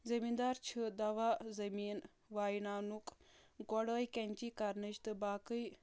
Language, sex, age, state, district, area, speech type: Kashmiri, female, 30-45, Jammu and Kashmir, Kulgam, rural, spontaneous